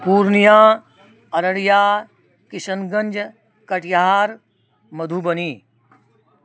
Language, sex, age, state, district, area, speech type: Urdu, male, 45-60, Bihar, Araria, rural, spontaneous